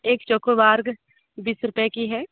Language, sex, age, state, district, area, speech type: Hindi, female, 30-45, Uttar Pradesh, Sonbhadra, rural, conversation